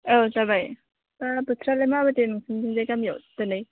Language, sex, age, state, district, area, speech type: Bodo, female, 18-30, Assam, Kokrajhar, rural, conversation